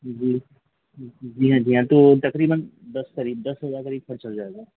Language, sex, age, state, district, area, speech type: Hindi, male, 45-60, Madhya Pradesh, Hoshangabad, rural, conversation